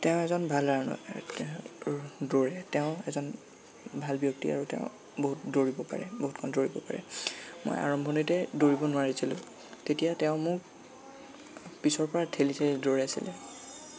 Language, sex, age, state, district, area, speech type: Assamese, male, 18-30, Assam, Lakhimpur, rural, spontaneous